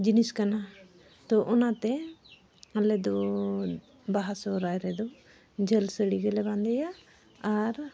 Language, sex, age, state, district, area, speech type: Santali, female, 45-60, Jharkhand, Bokaro, rural, spontaneous